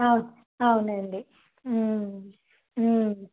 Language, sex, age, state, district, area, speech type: Telugu, female, 30-45, Andhra Pradesh, Vizianagaram, rural, conversation